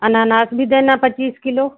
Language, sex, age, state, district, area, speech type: Hindi, female, 60+, Uttar Pradesh, Sitapur, rural, conversation